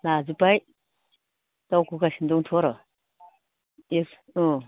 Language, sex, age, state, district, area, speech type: Bodo, female, 60+, Assam, Baksa, rural, conversation